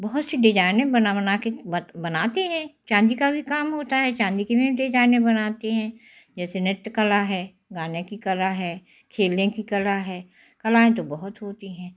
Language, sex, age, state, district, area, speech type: Hindi, female, 60+, Madhya Pradesh, Jabalpur, urban, spontaneous